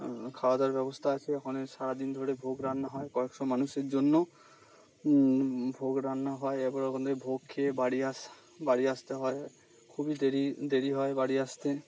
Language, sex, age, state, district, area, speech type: Bengali, male, 45-60, West Bengal, Purba Bardhaman, urban, spontaneous